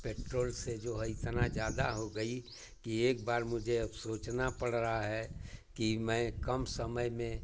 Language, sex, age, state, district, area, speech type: Hindi, male, 60+, Uttar Pradesh, Chandauli, rural, spontaneous